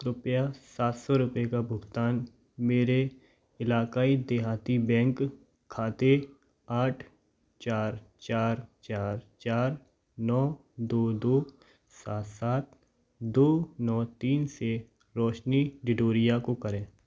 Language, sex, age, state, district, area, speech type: Hindi, male, 18-30, Madhya Pradesh, Gwalior, rural, read